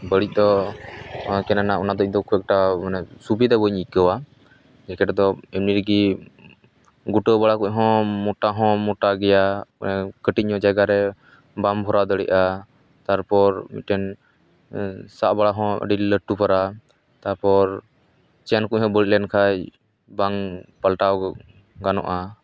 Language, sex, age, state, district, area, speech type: Santali, male, 30-45, West Bengal, Paschim Bardhaman, rural, spontaneous